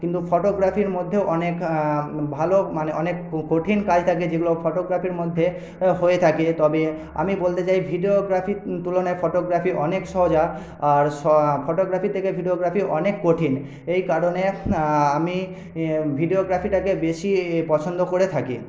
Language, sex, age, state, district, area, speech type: Bengali, male, 18-30, West Bengal, Paschim Medinipur, rural, spontaneous